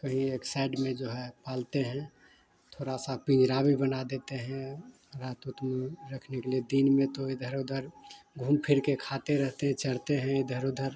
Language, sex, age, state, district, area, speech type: Hindi, male, 30-45, Bihar, Madhepura, rural, spontaneous